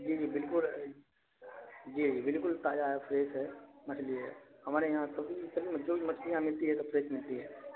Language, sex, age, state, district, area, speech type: Urdu, male, 18-30, Bihar, Supaul, rural, conversation